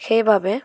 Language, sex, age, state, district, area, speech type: Assamese, female, 18-30, Assam, Sonitpur, rural, spontaneous